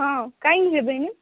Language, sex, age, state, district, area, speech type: Odia, female, 18-30, Odisha, Sundergarh, urban, conversation